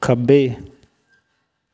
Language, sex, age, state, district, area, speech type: Punjabi, male, 30-45, Punjab, Shaheed Bhagat Singh Nagar, rural, read